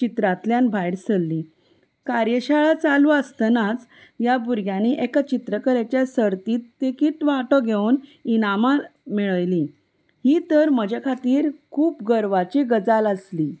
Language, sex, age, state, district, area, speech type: Goan Konkani, female, 30-45, Goa, Salcete, rural, spontaneous